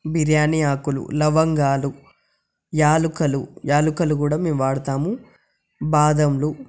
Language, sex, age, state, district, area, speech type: Telugu, male, 18-30, Telangana, Yadadri Bhuvanagiri, urban, spontaneous